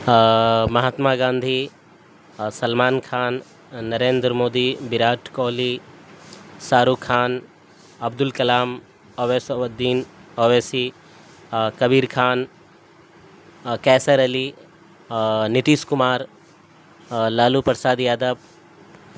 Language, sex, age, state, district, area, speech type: Urdu, male, 60+, Bihar, Darbhanga, rural, spontaneous